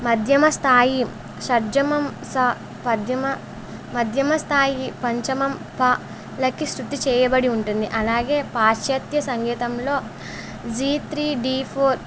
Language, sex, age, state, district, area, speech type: Telugu, female, 18-30, Andhra Pradesh, Eluru, rural, spontaneous